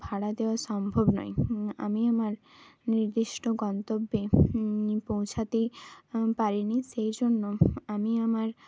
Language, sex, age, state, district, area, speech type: Bengali, female, 30-45, West Bengal, Bankura, urban, spontaneous